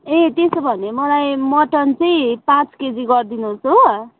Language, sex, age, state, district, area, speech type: Nepali, female, 18-30, West Bengal, Kalimpong, rural, conversation